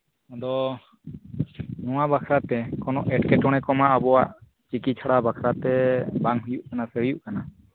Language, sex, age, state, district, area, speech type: Santali, male, 30-45, Jharkhand, East Singhbhum, rural, conversation